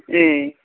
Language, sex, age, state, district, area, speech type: Bodo, female, 60+, Assam, Chirang, rural, conversation